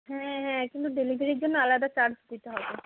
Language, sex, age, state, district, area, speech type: Bengali, female, 45-60, West Bengal, South 24 Parganas, rural, conversation